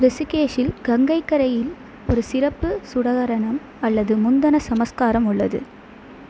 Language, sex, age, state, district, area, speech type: Tamil, female, 18-30, Tamil Nadu, Sivaganga, rural, read